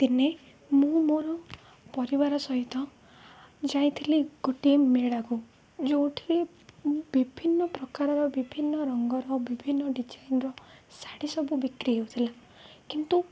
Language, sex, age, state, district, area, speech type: Odia, female, 18-30, Odisha, Ganjam, urban, spontaneous